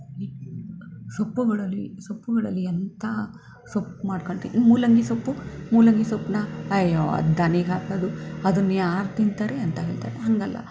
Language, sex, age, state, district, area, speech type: Kannada, female, 60+, Karnataka, Mysore, urban, spontaneous